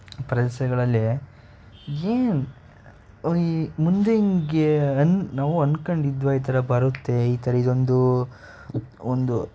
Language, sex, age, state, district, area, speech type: Kannada, male, 18-30, Karnataka, Mysore, rural, spontaneous